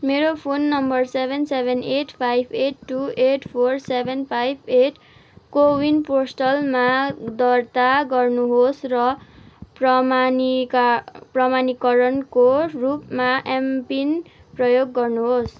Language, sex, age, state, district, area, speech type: Nepali, female, 18-30, West Bengal, Kalimpong, rural, read